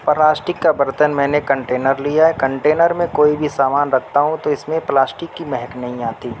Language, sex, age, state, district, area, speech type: Urdu, male, 60+, Uttar Pradesh, Mau, urban, spontaneous